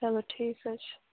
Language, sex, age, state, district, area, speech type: Kashmiri, female, 18-30, Jammu and Kashmir, Bandipora, rural, conversation